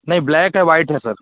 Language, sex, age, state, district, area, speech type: Hindi, male, 30-45, Uttar Pradesh, Jaunpur, rural, conversation